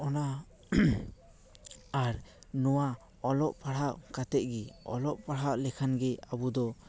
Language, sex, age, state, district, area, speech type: Santali, male, 18-30, West Bengal, Paschim Bardhaman, rural, spontaneous